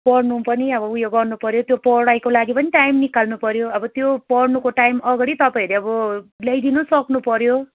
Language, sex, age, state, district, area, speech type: Nepali, female, 30-45, West Bengal, Darjeeling, rural, conversation